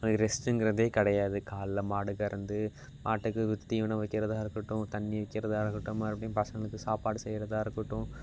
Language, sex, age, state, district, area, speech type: Tamil, male, 18-30, Tamil Nadu, Thanjavur, urban, spontaneous